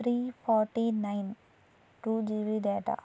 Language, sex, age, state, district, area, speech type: Telugu, female, 18-30, Andhra Pradesh, Anantapur, urban, spontaneous